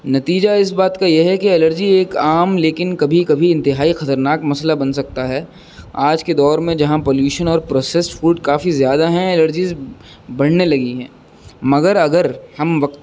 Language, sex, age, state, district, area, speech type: Urdu, male, 18-30, Uttar Pradesh, Rampur, urban, spontaneous